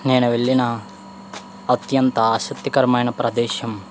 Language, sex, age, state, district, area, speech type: Telugu, male, 18-30, Andhra Pradesh, East Godavari, urban, spontaneous